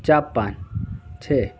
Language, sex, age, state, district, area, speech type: Gujarati, male, 60+, Gujarat, Morbi, rural, spontaneous